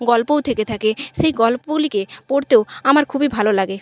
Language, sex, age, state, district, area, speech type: Bengali, female, 45-60, West Bengal, Jhargram, rural, spontaneous